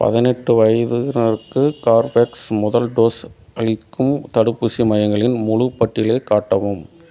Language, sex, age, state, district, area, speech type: Tamil, male, 30-45, Tamil Nadu, Dharmapuri, urban, read